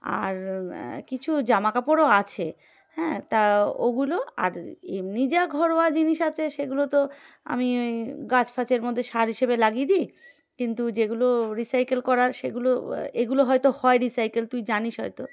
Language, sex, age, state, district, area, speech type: Bengali, female, 30-45, West Bengal, Darjeeling, urban, spontaneous